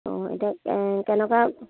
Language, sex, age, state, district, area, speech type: Assamese, female, 30-45, Assam, Charaideo, rural, conversation